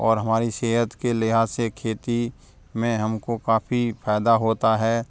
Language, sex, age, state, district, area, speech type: Hindi, male, 18-30, Rajasthan, Karauli, rural, spontaneous